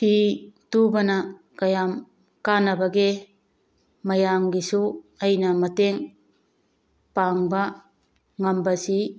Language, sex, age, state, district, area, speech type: Manipuri, female, 45-60, Manipur, Tengnoupal, urban, spontaneous